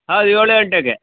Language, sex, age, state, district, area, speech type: Kannada, male, 45-60, Karnataka, Uttara Kannada, rural, conversation